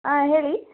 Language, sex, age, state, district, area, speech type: Kannada, female, 18-30, Karnataka, Hassan, rural, conversation